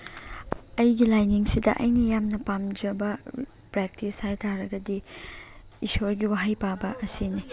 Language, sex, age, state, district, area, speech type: Manipuri, female, 45-60, Manipur, Chandel, rural, spontaneous